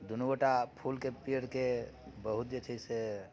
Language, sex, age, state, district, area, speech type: Maithili, male, 45-60, Bihar, Muzaffarpur, urban, spontaneous